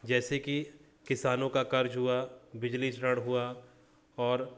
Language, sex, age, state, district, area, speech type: Hindi, male, 30-45, Madhya Pradesh, Katni, urban, spontaneous